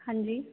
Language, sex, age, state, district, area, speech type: Punjabi, female, 18-30, Punjab, Muktsar, urban, conversation